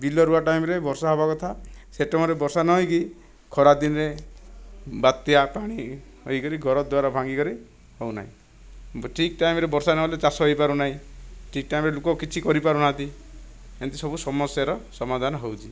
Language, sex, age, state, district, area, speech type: Odia, male, 60+, Odisha, Kandhamal, rural, spontaneous